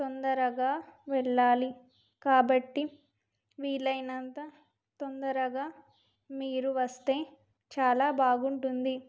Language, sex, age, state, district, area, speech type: Telugu, female, 18-30, Andhra Pradesh, Alluri Sitarama Raju, rural, spontaneous